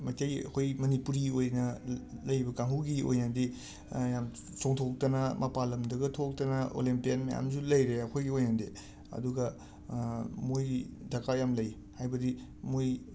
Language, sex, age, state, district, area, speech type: Manipuri, male, 30-45, Manipur, Imphal West, urban, spontaneous